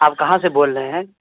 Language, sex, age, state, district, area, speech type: Urdu, male, 18-30, Bihar, Purnia, rural, conversation